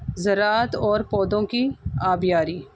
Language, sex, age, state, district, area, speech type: Urdu, female, 45-60, Delhi, North East Delhi, urban, spontaneous